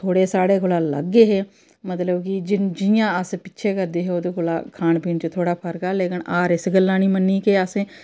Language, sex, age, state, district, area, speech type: Dogri, female, 30-45, Jammu and Kashmir, Samba, rural, spontaneous